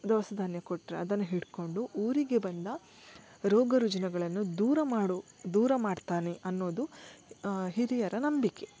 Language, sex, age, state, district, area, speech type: Kannada, female, 30-45, Karnataka, Udupi, rural, spontaneous